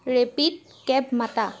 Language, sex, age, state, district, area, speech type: Assamese, female, 30-45, Assam, Lakhimpur, rural, read